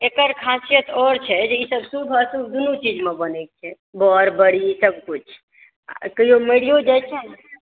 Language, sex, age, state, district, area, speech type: Maithili, female, 45-60, Bihar, Saharsa, urban, conversation